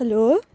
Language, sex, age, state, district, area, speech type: Nepali, female, 18-30, West Bengal, Jalpaiguri, rural, spontaneous